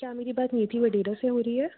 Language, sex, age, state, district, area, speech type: Hindi, female, 30-45, Madhya Pradesh, Jabalpur, urban, conversation